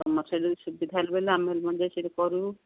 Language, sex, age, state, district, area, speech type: Odia, female, 60+, Odisha, Gajapati, rural, conversation